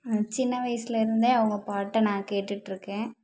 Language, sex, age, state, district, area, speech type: Tamil, female, 18-30, Tamil Nadu, Mayiladuthurai, urban, spontaneous